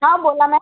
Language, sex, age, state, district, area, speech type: Marathi, female, 18-30, Maharashtra, Washim, urban, conversation